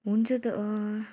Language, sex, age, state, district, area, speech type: Nepali, female, 30-45, West Bengal, Darjeeling, rural, spontaneous